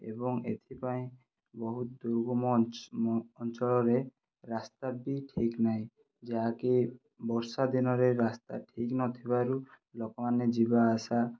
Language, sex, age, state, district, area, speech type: Odia, male, 30-45, Odisha, Kandhamal, rural, spontaneous